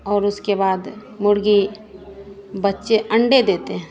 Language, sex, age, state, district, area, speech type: Hindi, female, 45-60, Bihar, Madhepura, rural, spontaneous